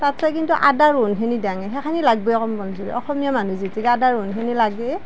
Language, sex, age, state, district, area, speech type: Assamese, female, 45-60, Assam, Nalbari, rural, spontaneous